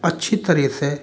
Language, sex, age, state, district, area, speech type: Hindi, male, 30-45, Rajasthan, Jaipur, urban, spontaneous